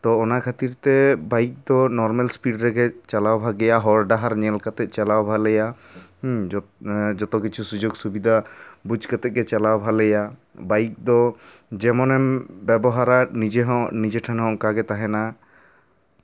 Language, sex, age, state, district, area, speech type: Santali, male, 18-30, West Bengal, Bankura, rural, spontaneous